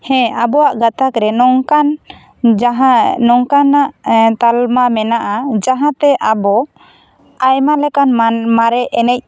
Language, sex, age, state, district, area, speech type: Santali, female, 18-30, West Bengal, Bankura, rural, spontaneous